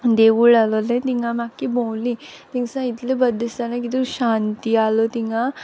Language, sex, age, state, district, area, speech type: Goan Konkani, female, 18-30, Goa, Quepem, rural, spontaneous